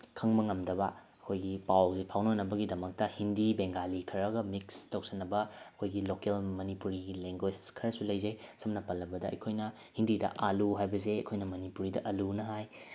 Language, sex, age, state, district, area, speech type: Manipuri, male, 18-30, Manipur, Bishnupur, rural, spontaneous